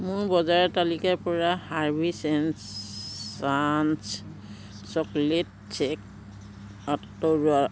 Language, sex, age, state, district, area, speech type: Assamese, female, 60+, Assam, Biswanath, rural, read